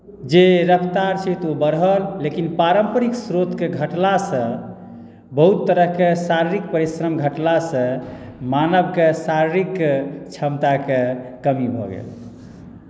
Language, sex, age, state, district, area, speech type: Maithili, male, 30-45, Bihar, Madhubani, rural, spontaneous